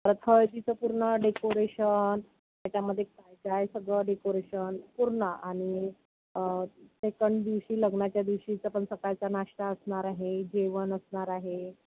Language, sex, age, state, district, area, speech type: Marathi, female, 30-45, Maharashtra, Yavatmal, rural, conversation